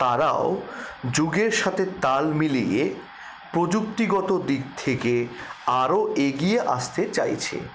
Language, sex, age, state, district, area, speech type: Bengali, male, 60+, West Bengal, Paschim Bardhaman, rural, spontaneous